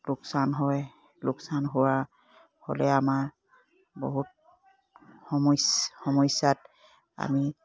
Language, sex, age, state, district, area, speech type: Assamese, female, 45-60, Assam, Dibrugarh, rural, spontaneous